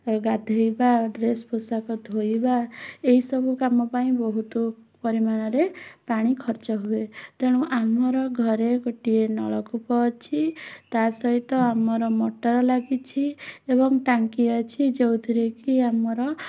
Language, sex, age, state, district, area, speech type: Odia, female, 18-30, Odisha, Bhadrak, rural, spontaneous